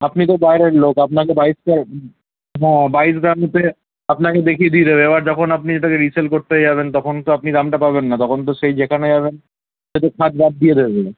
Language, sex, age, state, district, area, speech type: Bengali, male, 18-30, West Bengal, Howrah, urban, conversation